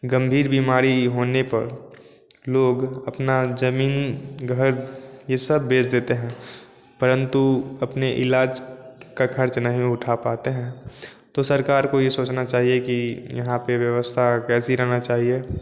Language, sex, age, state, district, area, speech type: Hindi, male, 18-30, Bihar, Samastipur, rural, spontaneous